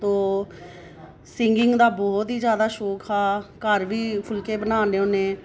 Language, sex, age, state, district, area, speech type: Dogri, female, 30-45, Jammu and Kashmir, Reasi, urban, spontaneous